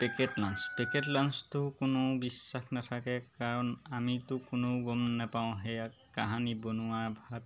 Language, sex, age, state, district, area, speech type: Assamese, male, 30-45, Assam, Golaghat, urban, spontaneous